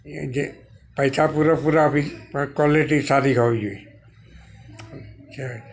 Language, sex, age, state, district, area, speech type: Gujarati, male, 60+, Gujarat, Narmada, urban, spontaneous